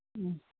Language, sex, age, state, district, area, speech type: Manipuri, female, 60+, Manipur, Kangpokpi, urban, conversation